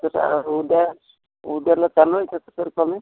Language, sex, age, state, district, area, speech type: Marathi, male, 30-45, Maharashtra, Washim, urban, conversation